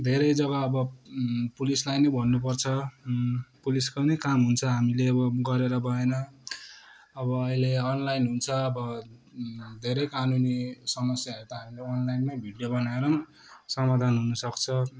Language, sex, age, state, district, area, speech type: Nepali, male, 18-30, West Bengal, Kalimpong, rural, spontaneous